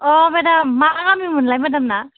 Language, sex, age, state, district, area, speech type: Bodo, female, 18-30, Assam, Kokrajhar, rural, conversation